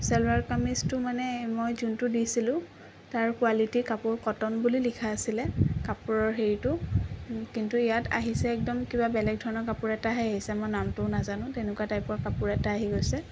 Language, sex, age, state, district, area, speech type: Assamese, female, 18-30, Assam, Sonitpur, urban, spontaneous